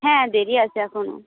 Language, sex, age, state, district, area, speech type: Bengali, female, 18-30, West Bengal, North 24 Parganas, rural, conversation